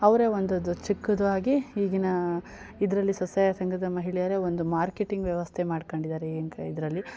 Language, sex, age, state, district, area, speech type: Kannada, female, 30-45, Karnataka, Chikkamagaluru, rural, spontaneous